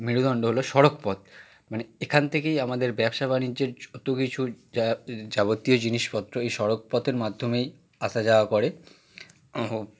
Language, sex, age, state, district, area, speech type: Bengali, male, 18-30, West Bengal, Howrah, urban, spontaneous